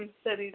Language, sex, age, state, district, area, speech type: Kannada, female, 18-30, Karnataka, Kolar, rural, conversation